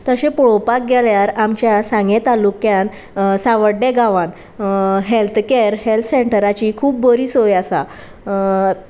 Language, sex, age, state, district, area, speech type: Goan Konkani, female, 30-45, Goa, Sanguem, rural, spontaneous